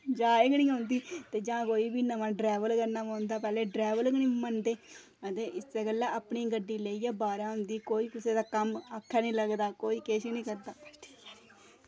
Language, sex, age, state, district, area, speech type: Dogri, female, 30-45, Jammu and Kashmir, Udhampur, rural, spontaneous